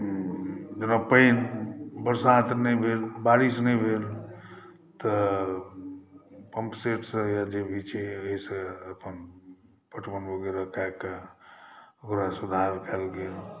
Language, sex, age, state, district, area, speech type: Maithili, male, 60+, Bihar, Saharsa, urban, spontaneous